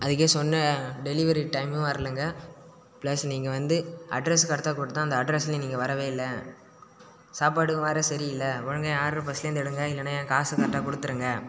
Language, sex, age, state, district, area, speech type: Tamil, male, 18-30, Tamil Nadu, Cuddalore, rural, spontaneous